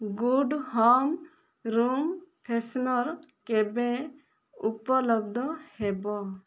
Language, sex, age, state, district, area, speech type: Odia, female, 18-30, Odisha, Kandhamal, rural, read